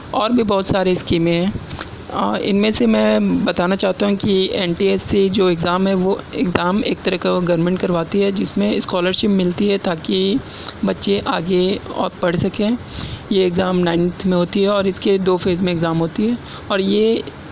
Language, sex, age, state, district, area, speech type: Urdu, male, 18-30, Delhi, South Delhi, urban, spontaneous